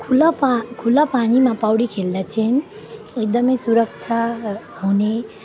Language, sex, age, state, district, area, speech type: Nepali, female, 18-30, West Bengal, Alipurduar, urban, spontaneous